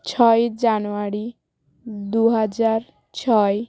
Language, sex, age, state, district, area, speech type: Bengali, female, 30-45, West Bengal, Hooghly, urban, spontaneous